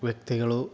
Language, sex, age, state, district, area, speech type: Kannada, male, 30-45, Karnataka, Gadag, rural, spontaneous